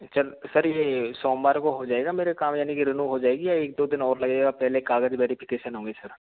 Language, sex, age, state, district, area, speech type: Hindi, male, 45-60, Rajasthan, Karauli, rural, conversation